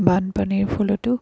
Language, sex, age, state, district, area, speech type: Assamese, female, 60+, Assam, Dibrugarh, rural, spontaneous